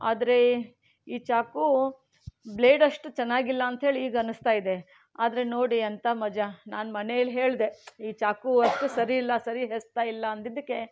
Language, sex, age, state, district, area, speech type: Kannada, female, 60+, Karnataka, Shimoga, rural, spontaneous